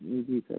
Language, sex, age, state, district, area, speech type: Hindi, male, 18-30, Madhya Pradesh, Harda, urban, conversation